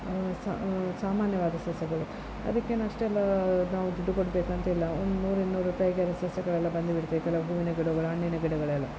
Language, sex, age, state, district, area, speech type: Kannada, female, 30-45, Karnataka, Shimoga, rural, spontaneous